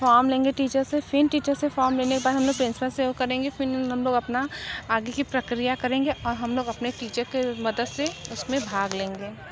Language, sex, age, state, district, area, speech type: Hindi, female, 45-60, Uttar Pradesh, Mirzapur, rural, spontaneous